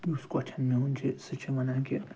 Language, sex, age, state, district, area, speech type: Kashmiri, male, 60+, Jammu and Kashmir, Ganderbal, urban, spontaneous